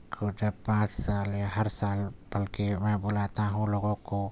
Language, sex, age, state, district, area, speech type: Urdu, male, 18-30, Delhi, Central Delhi, urban, spontaneous